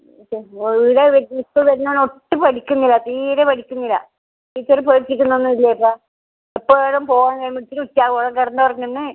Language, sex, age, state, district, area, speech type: Malayalam, female, 60+, Kerala, Kasaragod, rural, conversation